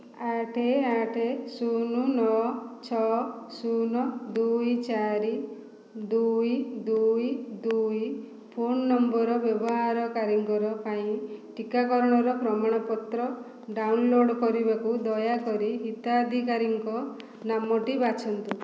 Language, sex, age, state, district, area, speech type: Odia, female, 45-60, Odisha, Khordha, rural, read